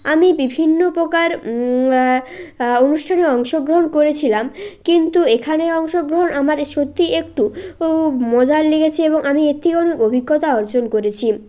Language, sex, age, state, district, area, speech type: Bengali, male, 18-30, West Bengal, Jalpaiguri, rural, spontaneous